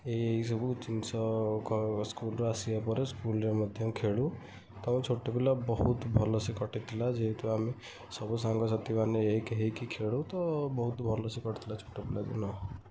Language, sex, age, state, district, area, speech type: Odia, male, 45-60, Odisha, Kendujhar, urban, spontaneous